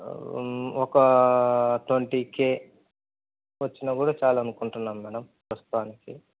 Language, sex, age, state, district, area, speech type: Telugu, male, 30-45, Andhra Pradesh, Sri Balaji, urban, conversation